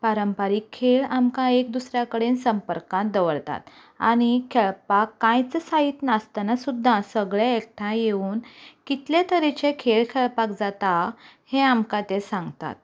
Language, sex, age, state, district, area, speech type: Goan Konkani, female, 18-30, Goa, Canacona, rural, spontaneous